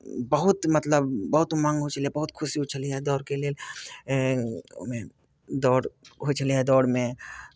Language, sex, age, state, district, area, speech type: Maithili, male, 30-45, Bihar, Muzaffarpur, rural, spontaneous